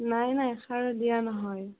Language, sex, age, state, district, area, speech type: Assamese, female, 30-45, Assam, Morigaon, rural, conversation